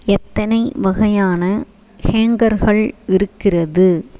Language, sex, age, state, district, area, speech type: Tamil, female, 45-60, Tamil Nadu, Ariyalur, rural, read